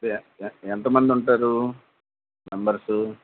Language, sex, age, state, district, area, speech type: Telugu, male, 45-60, Andhra Pradesh, N T Rama Rao, urban, conversation